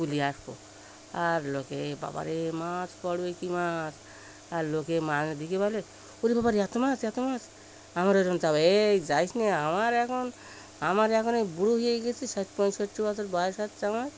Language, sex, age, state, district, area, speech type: Bengali, female, 60+, West Bengal, Birbhum, urban, spontaneous